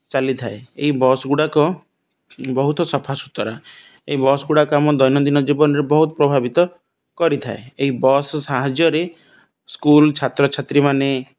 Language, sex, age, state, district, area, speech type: Odia, male, 30-45, Odisha, Ganjam, urban, spontaneous